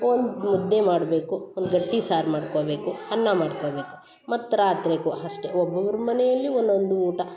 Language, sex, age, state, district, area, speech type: Kannada, female, 45-60, Karnataka, Hassan, urban, spontaneous